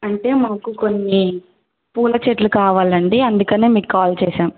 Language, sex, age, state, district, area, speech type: Telugu, female, 18-30, Telangana, Bhadradri Kothagudem, rural, conversation